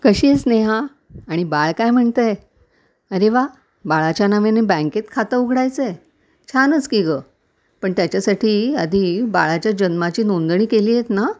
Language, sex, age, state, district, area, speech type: Marathi, female, 60+, Maharashtra, Thane, urban, spontaneous